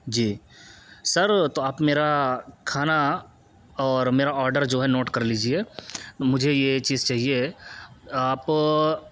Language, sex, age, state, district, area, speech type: Urdu, male, 18-30, Uttar Pradesh, Siddharthnagar, rural, spontaneous